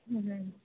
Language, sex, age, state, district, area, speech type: Gujarati, female, 18-30, Gujarat, Amreli, rural, conversation